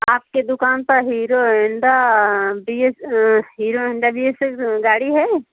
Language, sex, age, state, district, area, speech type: Hindi, female, 30-45, Uttar Pradesh, Ghazipur, rural, conversation